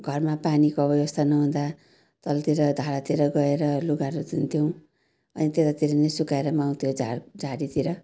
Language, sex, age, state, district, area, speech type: Nepali, female, 60+, West Bengal, Darjeeling, rural, spontaneous